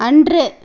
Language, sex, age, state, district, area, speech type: Tamil, female, 30-45, Tamil Nadu, Tirupattur, rural, read